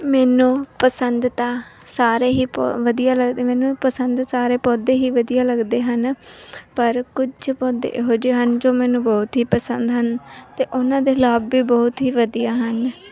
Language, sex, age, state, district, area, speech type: Punjabi, female, 18-30, Punjab, Mansa, urban, spontaneous